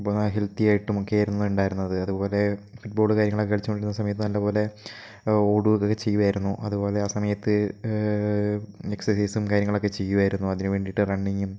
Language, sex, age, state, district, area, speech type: Malayalam, male, 18-30, Kerala, Kozhikode, rural, spontaneous